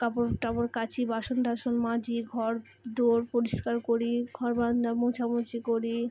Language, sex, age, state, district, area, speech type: Bengali, female, 18-30, West Bengal, Purba Bardhaman, urban, spontaneous